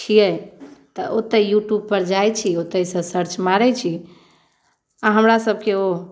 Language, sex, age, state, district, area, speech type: Maithili, female, 18-30, Bihar, Muzaffarpur, rural, spontaneous